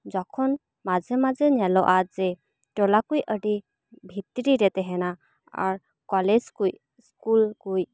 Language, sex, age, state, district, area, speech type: Santali, female, 18-30, West Bengal, Paschim Bardhaman, rural, spontaneous